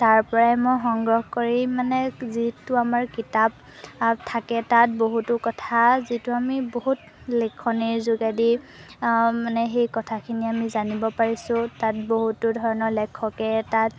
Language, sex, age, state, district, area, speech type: Assamese, female, 18-30, Assam, Golaghat, urban, spontaneous